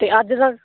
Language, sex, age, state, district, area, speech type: Punjabi, female, 18-30, Punjab, Fazilka, rural, conversation